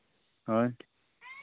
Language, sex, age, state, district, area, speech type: Santali, male, 18-30, Jharkhand, East Singhbhum, rural, conversation